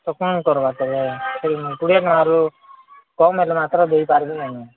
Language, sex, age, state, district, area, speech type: Odia, male, 30-45, Odisha, Koraput, urban, conversation